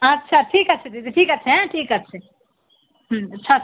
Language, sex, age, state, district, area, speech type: Bengali, female, 30-45, West Bengal, Alipurduar, rural, conversation